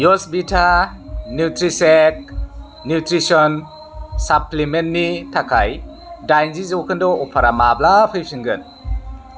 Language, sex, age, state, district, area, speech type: Bodo, male, 30-45, Assam, Chirang, rural, read